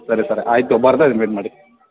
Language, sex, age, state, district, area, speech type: Kannada, male, 30-45, Karnataka, Belgaum, rural, conversation